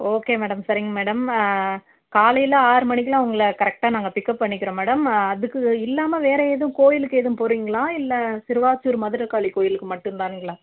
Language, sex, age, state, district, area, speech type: Tamil, female, 30-45, Tamil Nadu, Perambalur, rural, conversation